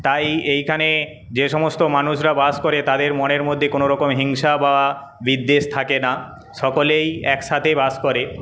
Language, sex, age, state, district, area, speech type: Bengali, male, 30-45, West Bengal, Paschim Medinipur, rural, spontaneous